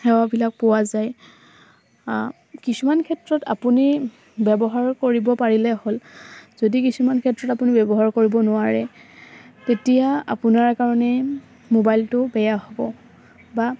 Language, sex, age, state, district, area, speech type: Assamese, female, 18-30, Assam, Udalguri, rural, spontaneous